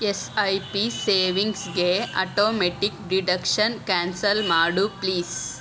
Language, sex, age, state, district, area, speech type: Kannada, female, 18-30, Karnataka, Chamarajanagar, rural, read